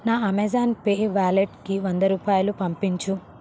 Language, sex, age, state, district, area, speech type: Telugu, female, 18-30, Telangana, Hyderabad, urban, read